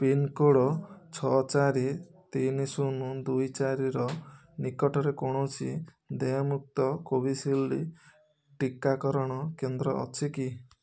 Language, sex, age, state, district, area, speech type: Odia, male, 30-45, Odisha, Puri, urban, read